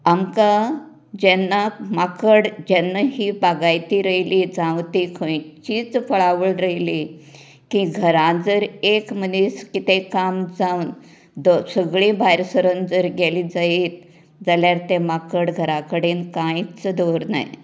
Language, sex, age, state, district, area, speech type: Goan Konkani, female, 60+, Goa, Canacona, rural, spontaneous